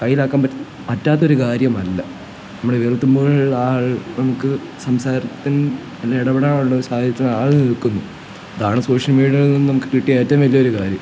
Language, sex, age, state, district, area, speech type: Malayalam, male, 18-30, Kerala, Kottayam, rural, spontaneous